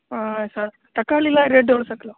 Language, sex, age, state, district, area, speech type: Tamil, male, 60+, Tamil Nadu, Mayiladuthurai, rural, conversation